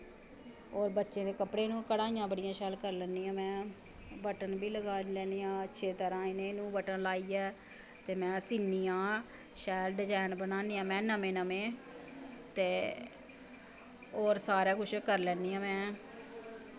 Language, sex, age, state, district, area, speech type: Dogri, female, 30-45, Jammu and Kashmir, Samba, rural, spontaneous